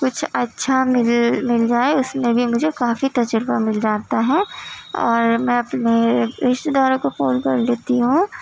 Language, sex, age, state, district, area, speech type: Urdu, female, 18-30, Uttar Pradesh, Gautam Buddha Nagar, urban, spontaneous